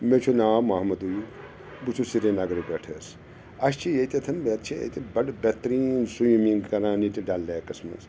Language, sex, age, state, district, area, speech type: Kashmiri, male, 60+, Jammu and Kashmir, Srinagar, urban, spontaneous